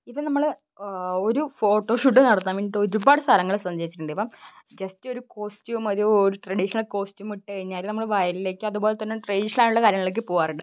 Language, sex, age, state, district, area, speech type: Malayalam, female, 18-30, Kerala, Wayanad, rural, spontaneous